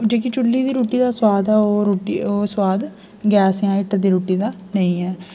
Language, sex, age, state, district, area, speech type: Dogri, female, 18-30, Jammu and Kashmir, Jammu, rural, spontaneous